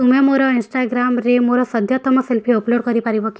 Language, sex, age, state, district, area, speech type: Odia, female, 18-30, Odisha, Bargarh, urban, read